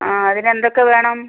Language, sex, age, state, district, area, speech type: Malayalam, female, 60+, Kerala, Wayanad, rural, conversation